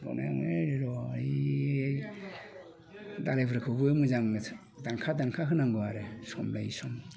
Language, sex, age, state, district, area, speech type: Bodo, male, 45-60, Assam, Udalguri, rural, spontaneous